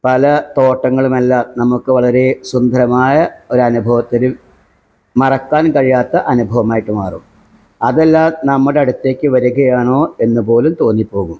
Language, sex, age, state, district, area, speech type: Malayalam, male, 60+, Kerala, Malappuram, rural, spontaneous